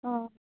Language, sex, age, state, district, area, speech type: Assamese, female, 45-60, Assam, Goalpara, urban, conversation